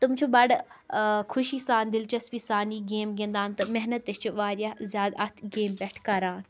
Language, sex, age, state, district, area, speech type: Kashmiri, female, 18-30, Jammu and Kashmir, Baramulla, rural, spontaneous